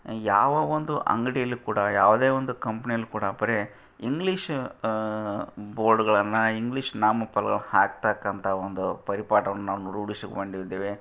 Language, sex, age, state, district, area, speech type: Kannada, male, 45-60, Karnataka, Gadag, rural, spontaneous